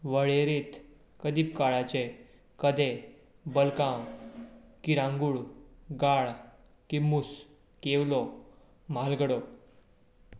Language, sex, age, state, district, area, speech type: Goan Konkani, male, 18-30, Goa, Tiswadi, rural, spontaneous